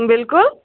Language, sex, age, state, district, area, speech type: Kashmiri, female, 30-45, Jammu and Kashmir, Ganderbal, rural, conversation